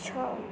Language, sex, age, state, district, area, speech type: Odia, female, 18-30, Odisha, Rayagada, rural, read